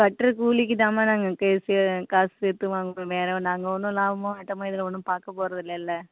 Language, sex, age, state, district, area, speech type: Tamil, female, 45-60, Tamil Nadu, Ariyalur, rural, conversation